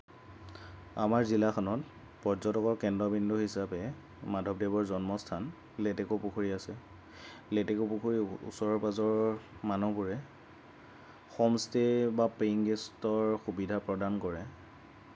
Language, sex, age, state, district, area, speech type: Assamese, male, 18-30, Assam, Lakhimpur, rural, spontaneous